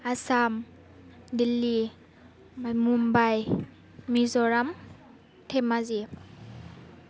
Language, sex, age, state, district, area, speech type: Bodo, female, 18-30, Assam, Baksa, rural, spontaneous